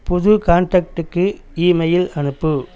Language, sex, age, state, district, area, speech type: Tamil, male, 45-60, Tamil Nadu, Coimbatore, rural, read